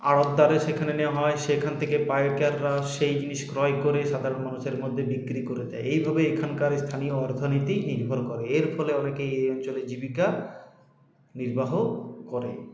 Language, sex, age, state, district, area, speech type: Bengali, male, 45-60, West Bengal, Purulia, urban, spontaneous